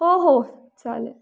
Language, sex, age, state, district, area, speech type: Marathi, female, 18-30, Maharashtra, Pune, urban, spontaneous